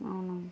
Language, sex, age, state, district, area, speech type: Telugu, female, 30-45, Andhra Pradesh, Visakhapatnam, urban, spontaneous